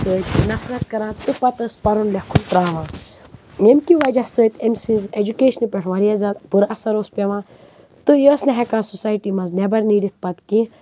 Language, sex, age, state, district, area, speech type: Kashmiri, female, 30-45, Jammu and Kashmir, Baramulla, rural, spontaneous